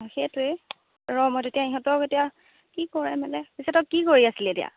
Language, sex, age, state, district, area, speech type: Assamese, female, 18-30, Assam, Golaghat, urban, conversation